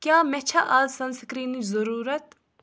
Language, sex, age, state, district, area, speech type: Kashmiri, female, 18-30, Jammu and Kashmir, Budgam, rural, read